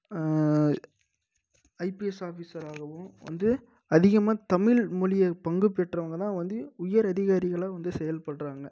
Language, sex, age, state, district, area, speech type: Tamil, male, 18-30, Tamil Nadu, Krishnagiri, rural, spontaneous